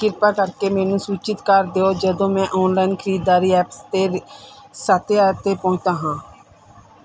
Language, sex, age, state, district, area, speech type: Punjabi, female, 30-45, Punjab, Mansa, urban, read